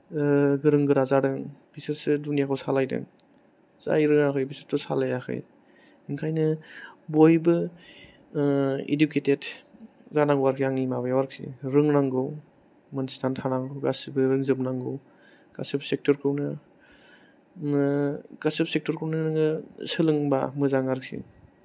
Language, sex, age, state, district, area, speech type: Bodo, male, 30-45, Assam, Kokrajhar, rural, spontaneous